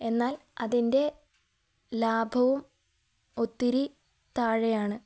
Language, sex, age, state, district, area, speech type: Malayalam, female, 18-30, Kerala, Kozhikode, rural, spontaneous